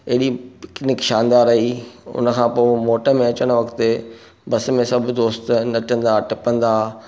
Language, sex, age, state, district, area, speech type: Sindhi, male, 45-60, Maharashtra, Thane, urban, spontaneous